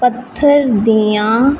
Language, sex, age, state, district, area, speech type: Punjabi, female, 18-30, Punjab, Fazilka, rural, spontaneous